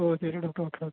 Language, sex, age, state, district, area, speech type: Malayalam, male, 18-30, Kerala, Palakkad, rural, conversation